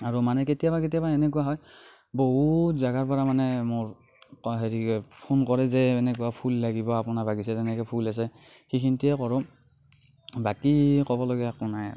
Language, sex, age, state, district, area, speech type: Assamese, male, 45-60, Assam, Morigaon, rural, spontaneous